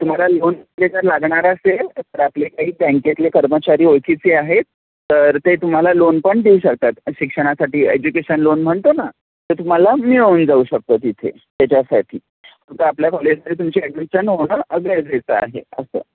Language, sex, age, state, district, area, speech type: Marathi, male, 30-45, Maharashtra, Kolhapur, urban, conversation